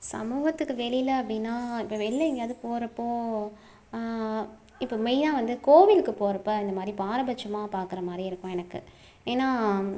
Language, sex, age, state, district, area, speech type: Tamil, female, 30-45, Tamil Nadu, Mayiladuthurai, rural, spontaneous